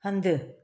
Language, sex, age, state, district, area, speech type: Sindhi, female, 45-60, Gujarat, Surat, urban, read